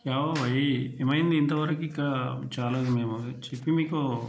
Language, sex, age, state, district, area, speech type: Telugu, male, 30-45, Telangana, Mancherial, rural, spontaneous